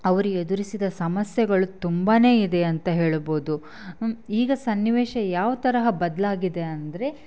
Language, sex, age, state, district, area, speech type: Kannada, female, 30-45, Karnataka, Chitradurga, rural, spontaneous